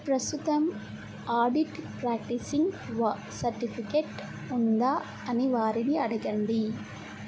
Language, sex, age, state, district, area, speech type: Telugu, female, 18-30, Telangana, Mancherial, rural, read